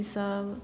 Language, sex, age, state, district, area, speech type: Maithili, female, 18-30, Bihar, Samastipur, rural, spontaneous